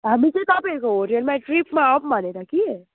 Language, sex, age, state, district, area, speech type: Nepali, female, 18-30, West Bengal, Kalimpong, rural, conversation